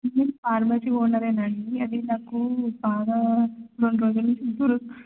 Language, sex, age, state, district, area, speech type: Telugu, female, 18-30, Telangana, Siddipet, urban, conversation